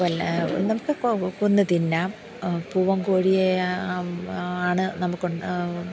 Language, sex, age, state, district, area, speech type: Malayalam, female, 45-60, Kerala, Thiruvananthapuram, urban, spontaneous